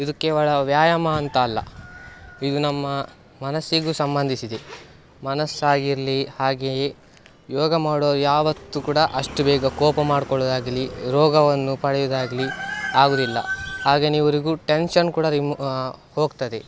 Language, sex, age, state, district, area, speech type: Kannada, male, 18-30, Karnataka, Dakshina Kannada, rural, spontaneous